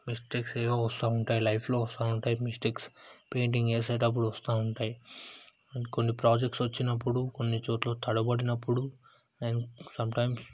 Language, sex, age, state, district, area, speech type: Telugu, male, 18-30, Telangana, Yadadri Bhuvanagiri, urban, spontaneous